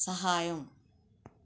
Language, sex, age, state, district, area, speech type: Telugu, female, 45-60, Andhra Pradesh, Nellore, rural, read